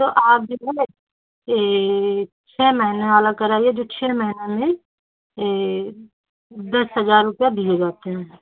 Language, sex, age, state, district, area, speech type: Hindi, female, 45-60, Uttar Pradesh, Hardoi, rural, conversation